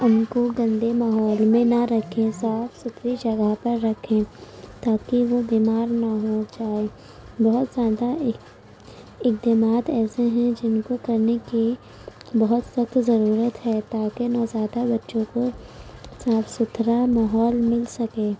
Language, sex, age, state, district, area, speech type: Urdu, female, 18-30, Uttar Pradesh, Gautam Buddha Nagar, urban, spontaneous